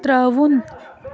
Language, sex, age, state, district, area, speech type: Kashmiri, female, 30-45, Jammu and Kashmir, Baramulla, urban, read